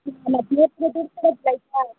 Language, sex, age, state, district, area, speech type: Kannada, female, 45-60, Karnataka, Shimoga, rural, conversation